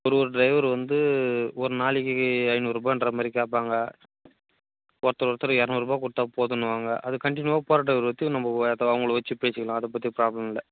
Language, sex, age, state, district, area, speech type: Tamil, male, 30-45, Tamil Nadu, Chengalpattu, rural, conversation